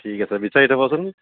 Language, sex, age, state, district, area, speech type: Assamese, male, 45-60, Assam, Tinsukia, urban, conversation